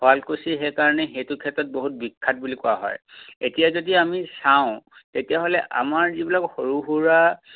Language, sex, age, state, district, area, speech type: Assamese, male, 45-60, Assam, Dhemaji, rural, conversation